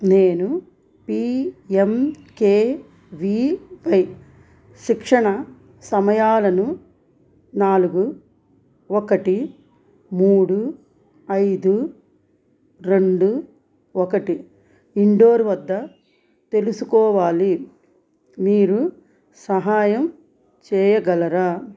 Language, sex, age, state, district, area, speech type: Telugu, female, 45-60, Andhra Pradesh, Krishna, rural, read